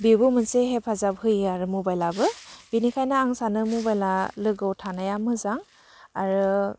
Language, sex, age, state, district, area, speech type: Bodo, female, 30-45, Assam, Udalguri, urban, spontaneous